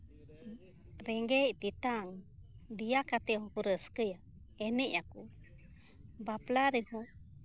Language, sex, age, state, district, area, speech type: Santali, female, 30-45, West Bengal, Birbhum, rural, spontaneous